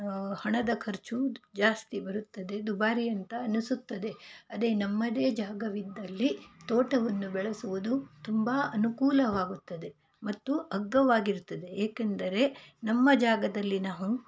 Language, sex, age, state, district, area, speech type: Kannada, female, 45-60, Karnataka, Shimoga, rural, spontaneous